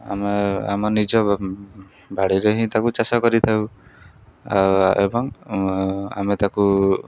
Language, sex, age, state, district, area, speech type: Odia, male, 18-30, Odisha, Jagatsinghpur, rural, spontaneous